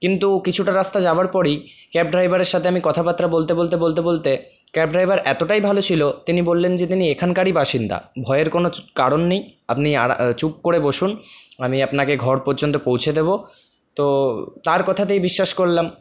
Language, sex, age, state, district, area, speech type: Bengali, male, 30-45, West Bengal, Paschim Bardhaman, rural, spontaneous